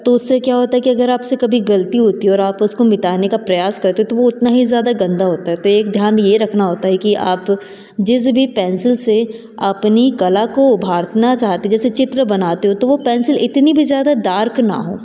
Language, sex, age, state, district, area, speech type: Hindi, female, 30-45, Madhya Pradesh, Betul, urban, spontaneous